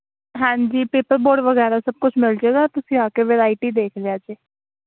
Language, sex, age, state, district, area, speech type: Punjabi, female, 18-30, Punjab, Fazilka, rural, conversation